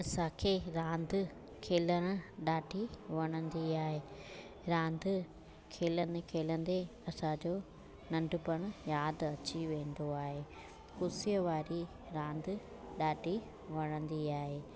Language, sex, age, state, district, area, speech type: Sindhi, female, 30-45, Gujarat, Junagadh, urban, spontaneous